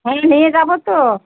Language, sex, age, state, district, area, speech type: Bengali, female, 30-45, West Bengal, Murshidabad, rural, conversation